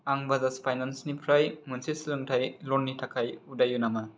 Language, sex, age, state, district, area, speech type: Bodo, male, 18-30, Assam, Chirang, urban, read